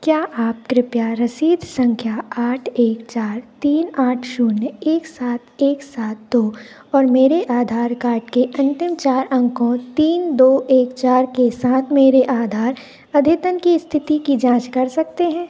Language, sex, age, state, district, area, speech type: Hindi, female, 18-30, Madhya Pradesh, Narsinghpur, rural, read